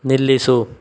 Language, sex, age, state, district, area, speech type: Kannada, male, 30-45, Karnataka, Chikkaballapur, rural, read